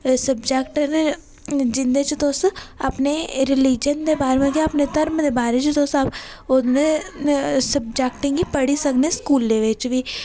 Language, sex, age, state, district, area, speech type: Dogri, female, 18-30, Jammu and Kashmir, Udhampur, rural, spontaneous